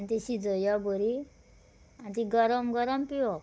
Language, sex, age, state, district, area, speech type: Goan Konkani, female, 30-45, Goa, Murmgao, rural, spontaneous